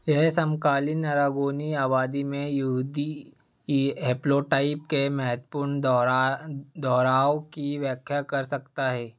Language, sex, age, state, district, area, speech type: Hindi, male, 30-45, Madhya Pradesh, Seoni, rural, read